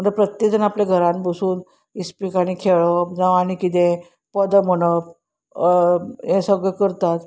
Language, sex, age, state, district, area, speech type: Goan Konkani, female, 45-60, Goa, Salcete, urban, spontaneous